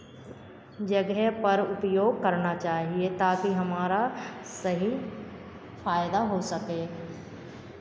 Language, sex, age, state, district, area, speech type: Hindi, female, 45-60, Madhya Pradesh, Hoshangabad, urban, spontaneous